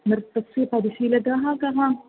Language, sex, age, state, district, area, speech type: Sanskrit, female, 18-30, Kerala, Thrissur, rural, conversation